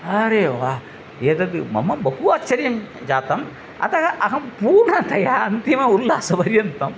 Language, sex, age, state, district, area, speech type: Sanskrit, male, 60+, Tamil Nadu, Thanjavur, urban, spontaneous